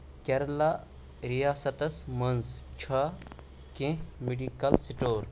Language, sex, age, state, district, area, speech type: Kashmiri, male, 18-30, Jammu and Kashmir, Baramulla, urban, read